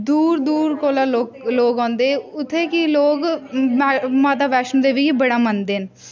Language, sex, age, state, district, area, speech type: Dogri, female, 18-30, Jammu and Kashmir, Udhampur, rural, spontaneous